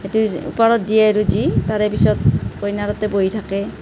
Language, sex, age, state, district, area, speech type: Assamese, female, 30-45, Assam, Nalbari, rural, spontaneous